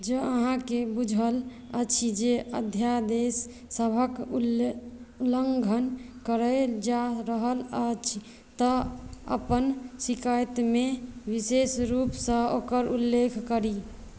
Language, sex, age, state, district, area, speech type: Maithili, female, 18-30, Bihar, Madhubani, rural, read